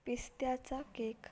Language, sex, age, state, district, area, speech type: Marathi, female, 18-30, Maharashtra, Satara, urban, spontaneous